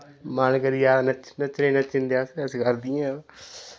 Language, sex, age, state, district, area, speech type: Dogri, male, 30-45, Jammu and Kashmir, Udhampur, rural, spontaneous